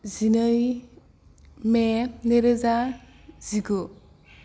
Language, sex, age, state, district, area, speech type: Bodo, female, 18-30, Assam, Kokrajhar, rural, spontaneous